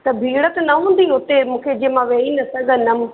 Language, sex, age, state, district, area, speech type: Sindhi, female, 30-45, Madhya Pradesh, Katni, rural, conversation